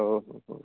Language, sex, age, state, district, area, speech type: Marathi, male, 18-30, Maharashtra, Beed, rural, conversation